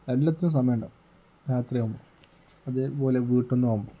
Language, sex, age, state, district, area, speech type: Malayalam, male, 18-30, Kerala, Kozhikode, rural, spontaneous